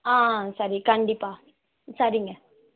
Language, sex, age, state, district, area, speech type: Tamil, female, 18-30, Tamil Nadu, Ranipet, rural, conversation